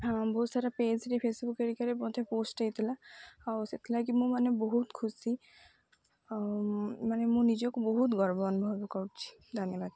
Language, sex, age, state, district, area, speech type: Odia, female, 18-30, Odisha, Jagatsinghpur, rural, spontaneous